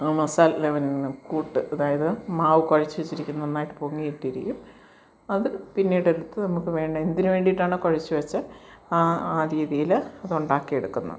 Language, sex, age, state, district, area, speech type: Malayalam, female, 60+, Kerala, Kottayam, rural, spontaneous